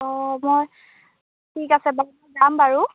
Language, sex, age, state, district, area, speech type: Assamese, female, 18-30, Assam, Biswanath, rural, conversation